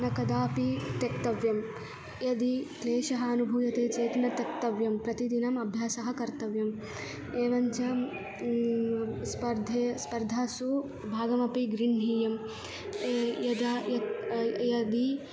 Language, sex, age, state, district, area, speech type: Sanskrit, female, 18-30, Karnataka, Belgaum, urban, spontaneous